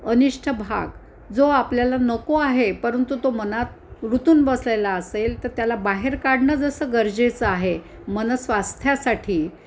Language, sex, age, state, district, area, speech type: Marathi, female, 60+, Maharashtra, Nanded, urban, spontaneous